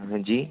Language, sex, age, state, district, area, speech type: Hindi, male, 18-30, Uttar Pradesh, Ghazipur, rural, conversation